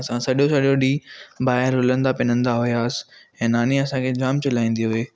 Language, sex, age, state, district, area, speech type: Sindhi, male, 18-30, Maharashtra, Thane, urban, spontaneous